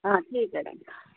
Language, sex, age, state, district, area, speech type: Dogri, female, 30-45, Jammu and Kashmir, Samba, urban, conversation